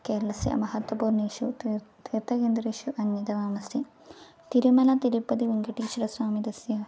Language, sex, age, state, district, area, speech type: Sanskrit, female, 18-30, Kerala, Thrissur, rural, spontaneous